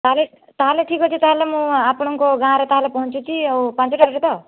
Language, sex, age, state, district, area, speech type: Odia, female, 18-30, Odisha, Boudh, rural, conversation